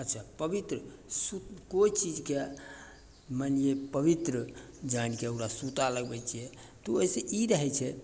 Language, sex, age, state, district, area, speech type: Maithili, male, 60+, Bihar, Begusarai, rural, spontaneous